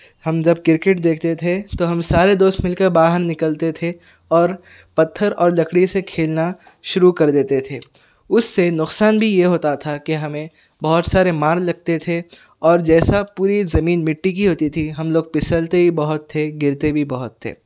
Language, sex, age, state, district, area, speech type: Urdu, male, 18-30, Telangana, Hyderabad, urban, spontaneous